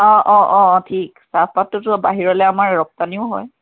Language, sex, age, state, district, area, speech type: Assamese, female, 30-45, Assam, Charaideo, urban, conversation